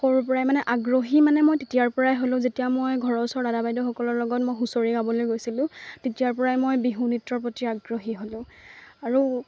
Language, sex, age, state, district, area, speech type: Assamese, female, 18-30, Assam, Lakhimpur, urban, spontaneous